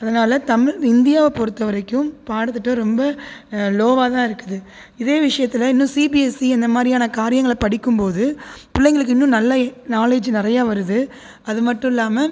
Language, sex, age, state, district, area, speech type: Tamil, female, 30-45, Tamil Nadu, Tiruchirappalli, rural, spontaneous